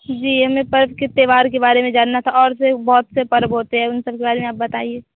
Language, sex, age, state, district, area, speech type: Hindi, female, 18-30, Bihar, Vaishali, rural, conversation